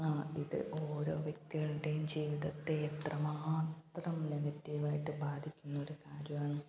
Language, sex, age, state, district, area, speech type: Malayalam, female, 30-45, Kerala, Malappuram, rural, spontaneous